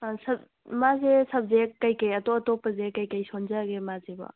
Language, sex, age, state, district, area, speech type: Manipuri, female, 18-30, Manipur, Kakching, rural, conversation